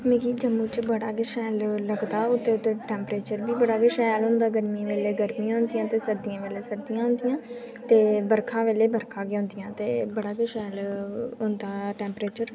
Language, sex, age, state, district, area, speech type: Dogri, female, 18-30, Jammu and Kashmir, Jammu, rural, spontaneous